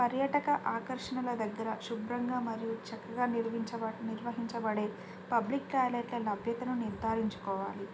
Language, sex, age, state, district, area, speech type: Telugu, female, 18-30, Telangana, Bhadradri Kothagudem, rural, spontaneous